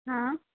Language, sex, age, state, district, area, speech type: Gujarati, female, 18-30, Gujarat, Valsad, rural, conversation